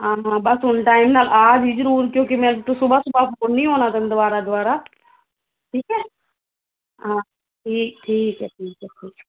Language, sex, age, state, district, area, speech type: Punjabi, female, 30-45, Punjab, Fazilka, rural, conversation